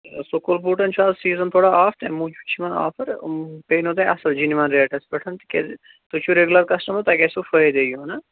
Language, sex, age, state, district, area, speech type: Kashmiri, male, 30-45, Jammu and Kashmir, Shopian, rural, conversation